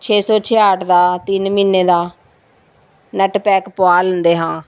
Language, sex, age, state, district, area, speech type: Punjabi, female, 45-60, Punjab, Rupnagar, rural, spontaneous